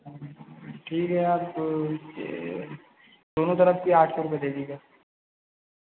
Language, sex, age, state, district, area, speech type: Hindi, male, 30-45, Uttar Pradesh, Lucknow, rural, conversation